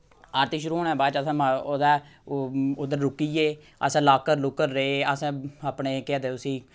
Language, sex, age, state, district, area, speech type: Dogri, male, 30-45, Jammu and Kashmir, Samba, rural, spontaneous